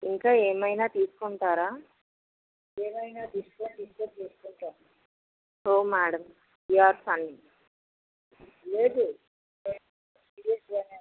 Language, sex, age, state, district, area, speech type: Telugu, female, 18-30, Andhra Pradesh, Anakapalli, rural, conversation